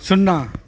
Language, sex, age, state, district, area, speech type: Maithili, male, 45-60, Bihar, Samastipur, rural, read